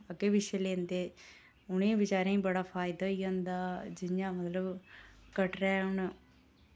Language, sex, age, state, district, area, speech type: Dogri, female, 30-45, Jammu and Kashmir, Reasi, rural, spontaneous